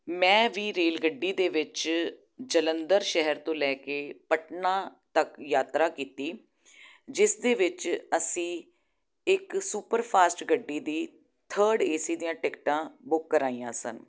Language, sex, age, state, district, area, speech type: Punjabi, female, 30-45, Punjab, Jalandhar, urban, spontaneous